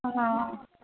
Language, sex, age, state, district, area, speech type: Maithili, female, 45-60, Bihar, Supaul, rural, conversation